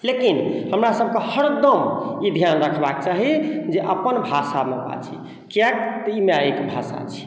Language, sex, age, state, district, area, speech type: Maithili, male, 60+, Bihar, Madhubani, urban, spontaneous